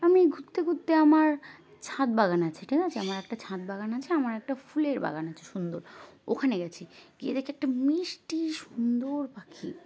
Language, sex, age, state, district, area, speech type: Bengali, female, 18-30, West Bengal, Birbhum, urban, spontaneous